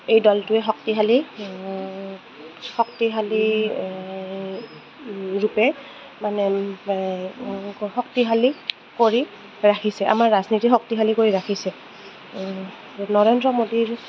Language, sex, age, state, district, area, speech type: Assamese, female, 30-45, Assam, Goalpara, rural, spontaneous